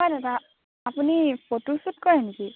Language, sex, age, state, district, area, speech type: Assamese, female, 18-30, Assam, Golaghat, urban, conversation